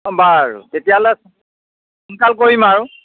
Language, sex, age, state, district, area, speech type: Assamese, male, 60+, Assam, Lakhimpur, urban, conversation